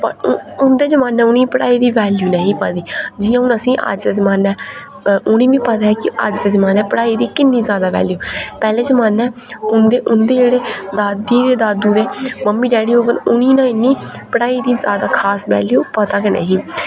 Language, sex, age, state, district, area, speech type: Dogri, female, 18-30, Jammu and Kashmir, Reasi, rural, spontaneous